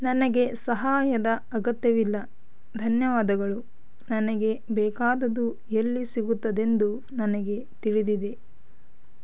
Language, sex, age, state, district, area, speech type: Kannada, female, 18-30, Karnataka, Bidar, rural, read